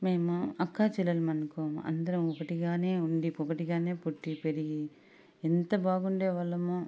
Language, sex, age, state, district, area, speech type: Telugu, female, 45-60, Andhra Pradesh, Sri Balaji, rural, spontaneous